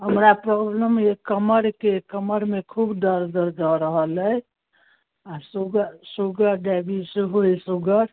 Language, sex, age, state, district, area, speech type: Maithili, female, 60+, Bihar, Madhubani, rural, conversation